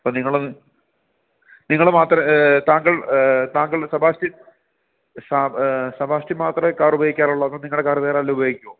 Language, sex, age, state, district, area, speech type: Malayalam, male, 18-30, Kerala, Idukki, rural, conversation